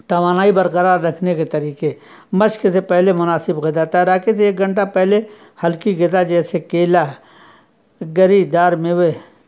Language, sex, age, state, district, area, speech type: Urdu, male, 60+, Uttar Pradesh, Azamgarh, rural, spontaneous